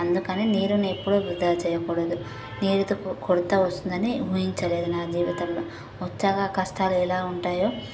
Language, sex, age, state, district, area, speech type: Telugu, female, 18-30, Telangana, Nagarkurnool, rural, spontaneous